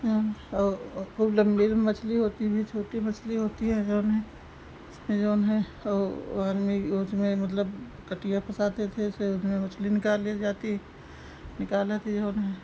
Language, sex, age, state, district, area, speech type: Hindi, female, 45-60, Uttar Pradesh, Lucknow, rural, spontaneous